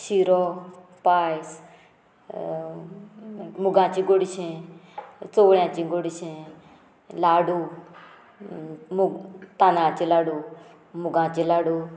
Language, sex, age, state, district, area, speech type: Goan Konkani, female, 45-60, Goa, Murmgao, rural, spontaneous